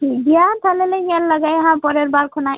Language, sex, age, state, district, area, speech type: Santali, female, 18-30, West Bengal, Birbhum, rural, conversation